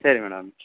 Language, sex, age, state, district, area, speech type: Tamil, male, 45-60, Tamil Nadu, Mayiladuthurai, rural, conversation